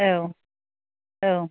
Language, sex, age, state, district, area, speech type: Bodo, female, 45-60, Assam, Kokrajhar, urban, conversation